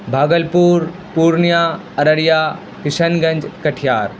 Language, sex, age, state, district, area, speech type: Urdu, male, 18-30, Bihar, Purnia, rural, spontaneous